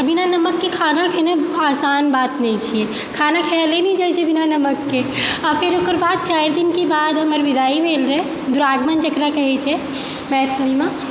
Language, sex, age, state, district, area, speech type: Maithili, female, 30-45, Bihar, Supaul, rural, spontaneous